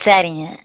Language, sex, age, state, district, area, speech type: Tamil, female, 60+, Tamil Nadu, Tiruppur, rural, conversation